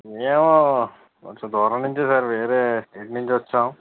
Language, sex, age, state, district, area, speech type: Telugu, male, 60+, Andhra Pradesh, East Godavari, urban, conversation